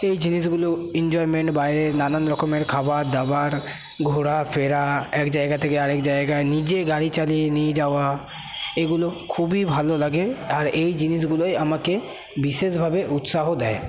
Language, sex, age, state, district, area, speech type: Bengali, male, 18-30, West Bengal, Paschim Bardhaman, rural, spontaneous